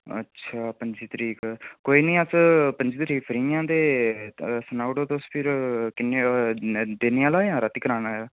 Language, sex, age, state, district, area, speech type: Dogri, male, 18-30, Jammu and Kashmir, Reasi, rural, conversation